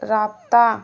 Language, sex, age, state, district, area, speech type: Urdu, female, 18-30, Bihar, Gaya, urban, spontaneous